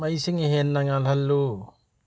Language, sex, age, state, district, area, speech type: Manipuri, male, 60+, Manipur, Bishnupur, rural, read